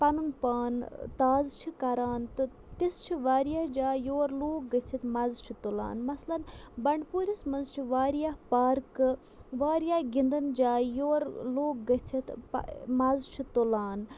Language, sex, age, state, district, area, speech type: Kashmiri, female, 60+, Jammu and Kashmir, Bandipora, rural, spontaneous